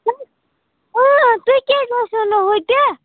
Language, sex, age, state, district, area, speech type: Kashmiri, female, 18-30, Jammu and Kashmir, Budgam, rural, conversation